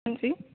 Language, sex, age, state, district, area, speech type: Punjabi, female, 18-30, Punjab, Mohali, rural, conversation